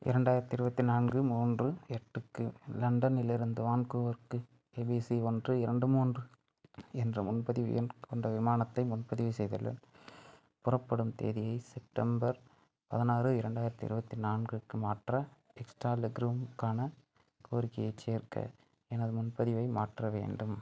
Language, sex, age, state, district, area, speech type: Tamil, male, 18-30, Tamil Nadu, Madurai, rural, read